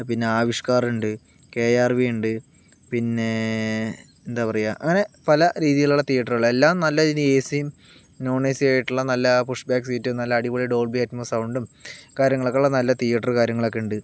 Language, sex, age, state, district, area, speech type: Malayalam, male, 45-60, Kerala, Palakkad, urban, spontaneous